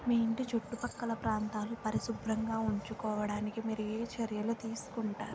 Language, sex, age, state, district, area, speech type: Telugu, female, 18-30, Andhra Pradesh, Srikakulam, urban, spontaneous